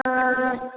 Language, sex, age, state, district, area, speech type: Malayalam, female, 18-30, Kerala, Kannur, urban, conversation